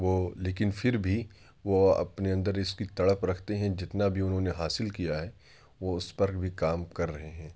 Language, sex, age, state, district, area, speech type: Urdu, male, 18-30, Uttar Pradesh, Ghaziabad, urban, spontaneous